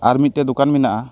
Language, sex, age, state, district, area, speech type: Santali, male, 30-45, West Bengal, Paschim Bardhaman, rural, spontaneous